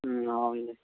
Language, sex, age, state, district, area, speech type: Manipuri, male, 18-30, Manipur, Tengnoupal, rural, conversation